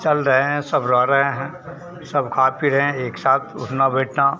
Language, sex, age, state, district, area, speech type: Hindi, male, 45-60, Bihar, Madhepura, rural, spontaneous